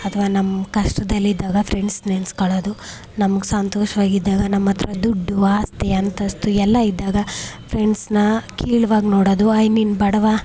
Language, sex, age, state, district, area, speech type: Kannada, female, 18-30, Karnataka, Chamarajanagar, urban, spontaneous